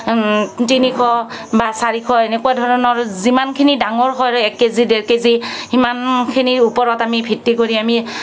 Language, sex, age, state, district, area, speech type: Assamese, female, 45-60, Assam, Kamrup Metropolitan, urban, spontaneous